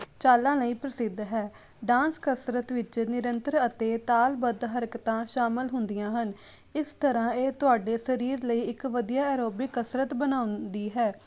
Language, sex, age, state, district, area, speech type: Punjabi, female, 30-45, Punjab, Jalandhar, urban, spontaneous